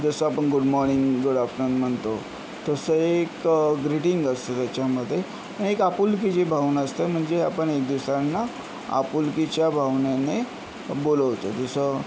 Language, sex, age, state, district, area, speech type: Marathi, male, 30-45, Maharashtra, Yavatmal, urban, spontaneous